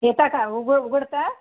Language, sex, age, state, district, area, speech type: Marathi, female, 45-60, Maharashtra, Nanded, rural, conversation